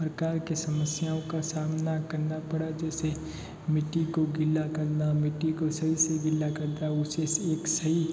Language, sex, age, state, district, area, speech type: Hindi, male, 45-60, Rajasthan, Jodhpur, urban, spontaneous